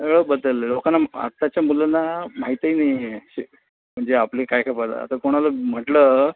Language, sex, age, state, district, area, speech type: Marathi, male, 45-60, Maharashtra, Mumbai Suburban, urban, conversation